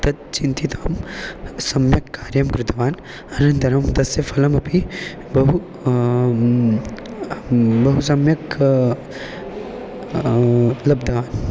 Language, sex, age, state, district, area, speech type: Sanskrit, male, 18-30, Maharashtra, Chandrapur, rural, spontaneous